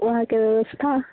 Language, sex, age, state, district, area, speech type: Maithili, female, 18-30, Bihar, Samastipur, urban, conversation